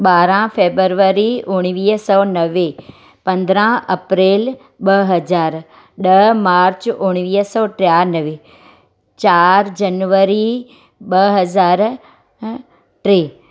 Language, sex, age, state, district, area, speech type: Sindhi, female, 45-60, Gujarat, Surat, urban, spontaneous